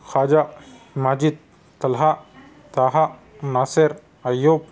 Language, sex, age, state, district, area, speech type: Urdu, male, 30-45, Telangana, Hyderabad, urban, spontaneous